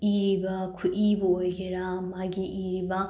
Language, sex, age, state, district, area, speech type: Manipuri, female, 18-30, Manipur, Bishnupur, rural, spontaneous